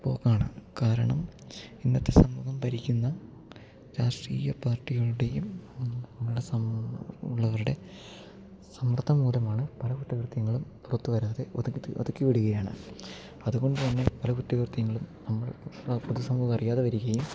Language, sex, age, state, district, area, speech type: Malayalam, male, 30-45, Kerala, Idukki, rural, spontaneous